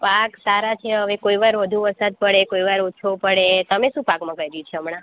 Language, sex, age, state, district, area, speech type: Gujarati, female, 18-30, Gujarat, Valsad, rural, conversation